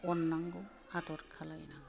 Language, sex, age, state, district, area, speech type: Bodo, female, 60+, Assam, Kokrajhar, urban, spontaneous